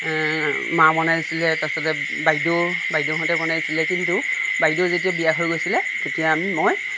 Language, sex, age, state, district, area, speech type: Assamese, female, 45-60, Assam, Nagaon, rural, spontaneous